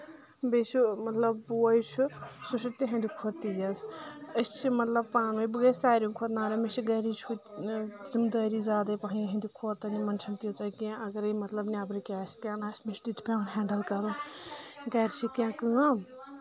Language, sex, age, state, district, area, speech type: Kashmiri, female, 18-30, Jammu and Kashmir, Anantnag, rural, spontaneous